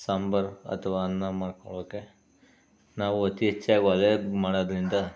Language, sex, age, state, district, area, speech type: Kannada, male, 45-60, Karnataka, Bangalore Rural, urban, spontaneous